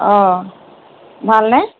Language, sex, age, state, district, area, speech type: Assamese, female, 45-60, Assam, Jorhat, urban, conversation